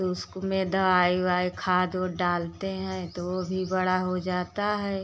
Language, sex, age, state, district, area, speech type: Hindi, female, 45-60, Uttar Pradesh, Prayagraj, urban, spontaneous